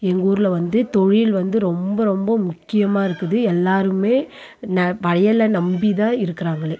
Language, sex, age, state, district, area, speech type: Tamil, female, 30-45, Tamil Nadu, Tiruvannamalai, rural, spontaneous